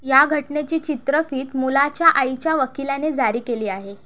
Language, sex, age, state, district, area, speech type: Marathi, female, 30-45, Maharashtra, Thane, urban, read